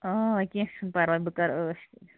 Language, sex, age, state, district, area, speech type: Kashmiri, female, 45-60, Jammu and Kashmir, Ganderbal, rural, conversation